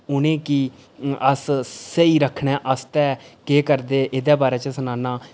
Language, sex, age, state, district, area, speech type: Dogri, male, 30-45, Jammu and Kashmir, Reasi, rural, spontaneous